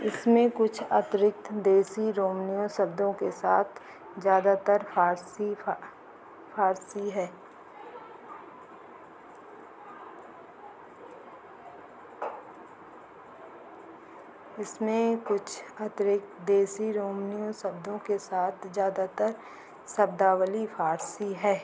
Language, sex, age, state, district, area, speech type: Hindi, female, 45-60, Uttar Pradesh, Ayodhya, rural, read